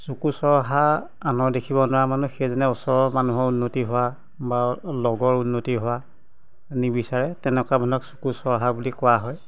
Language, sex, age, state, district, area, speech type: Assamese, male, 45-60, Assam, Golaghat, urban, spontaneous